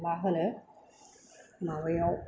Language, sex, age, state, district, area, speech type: Bodo, female, 45-60, Assam, Kokrajhar, rural, spontaneous